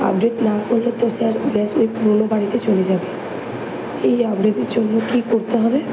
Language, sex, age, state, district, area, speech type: Bengali, female, 18-30, West Bengal, Kolkata, urban, spontaneous